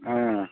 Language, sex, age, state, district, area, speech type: Tamil, male, 60+, Tamil Nadu, Kallakurichi, rural, conversation